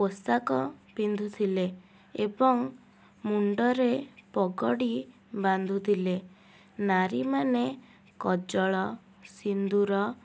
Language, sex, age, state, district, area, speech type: Odia, female, 18-30, Odisha, Cuttack, urban, spontaneous